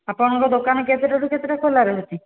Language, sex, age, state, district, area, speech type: Odia, female, 60+, Odisha, Dhenkanal, rural, conversation